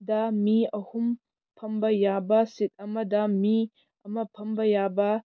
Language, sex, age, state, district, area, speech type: Manipuri, female, 18-30, Manipur, Tengnoupal, urban, spontaneous